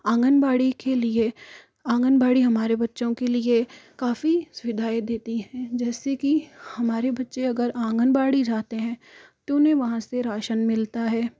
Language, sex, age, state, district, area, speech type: Hindi, female, 45-60, Rajasthan, Jaipur, urban, spontaneous